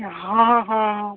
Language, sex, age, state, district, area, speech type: Hindi, male, 18-30, Bihar, Darbhanga, rural, conversation